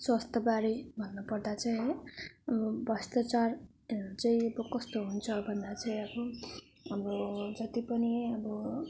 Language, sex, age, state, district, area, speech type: Nepali, female, 18-30, West Bengal, Darjeeling, rural, spontaneous